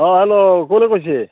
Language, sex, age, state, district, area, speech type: Assamese, male, 45-60, Assam, Barpeta, rural, conversation